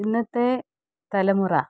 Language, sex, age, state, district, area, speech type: Malayalam, female, 45-60, Kerala, Pathanamthitta, rural, spontaneous